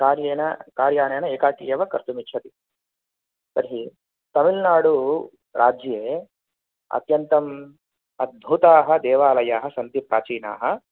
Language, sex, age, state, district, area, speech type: Sanskrit, male, 30-45, Telangana, Nizamabad, urban, conversation